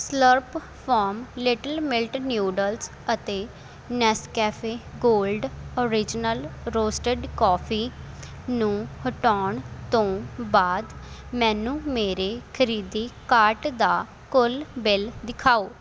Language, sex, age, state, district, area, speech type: Punjabi, female, 18-30, Punjab, Faridkot, rural, read